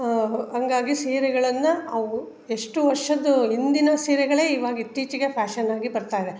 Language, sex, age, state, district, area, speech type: Kannada, female, 60+, Karnataka, Mandya, rural, spontaneous